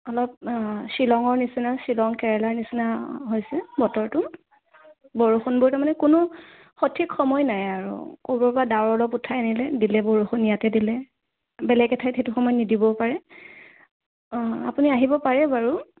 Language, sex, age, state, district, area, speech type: Assamese, male, 18-30, Assam, Sonitpur, rural, conversation